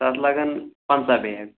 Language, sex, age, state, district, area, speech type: Kashmiri, male, 18-30, Jammu and Kashmir, Baramulla, rural, conversation